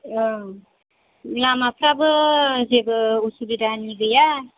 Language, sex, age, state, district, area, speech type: Bodo, female, 30-45, Assam, Chirang, urban, conversation